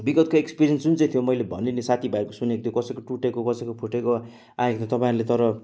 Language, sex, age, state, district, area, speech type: Nepali, male, 30-45, West Bengal, Kalimpong, rural, spontaneous